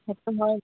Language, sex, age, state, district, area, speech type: Assamese, female, 30-45, Assam, Golaghat, urban, conversation